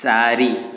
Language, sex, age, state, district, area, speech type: Odia, male, 30-45, Odisha, Puri, urban, read